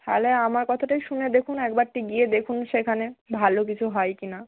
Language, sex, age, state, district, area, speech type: Bengali, female, 60+, West Bengal, Nadia, urban, conversation